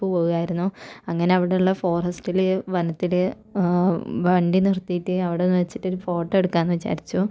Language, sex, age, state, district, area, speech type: Malayalam, female, 45-60, Kerala, Kozhikode, urban, spontaneous